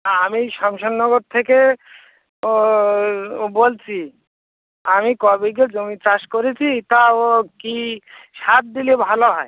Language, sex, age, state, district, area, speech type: Bengali, male, 60+, West Bengal, North 24 Parganas, rural, conversation